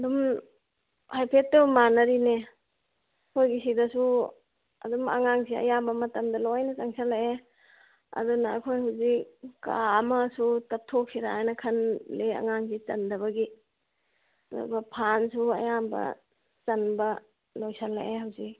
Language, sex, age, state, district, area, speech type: Manipuri, female, 45-60, Manipur, Churachandpur, urban, conversation